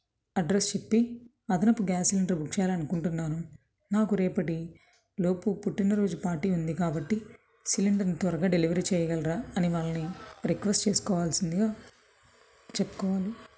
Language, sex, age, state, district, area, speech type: Telugu, female, 30-45, Andhra Pradesh, Krishna, urban, spontaneous